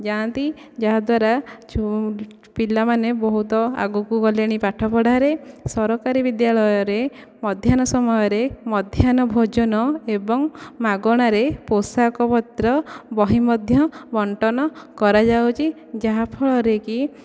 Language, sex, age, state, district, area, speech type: Odia, female, 18-30, Odisha, Dhenkanal, rural, spontaneous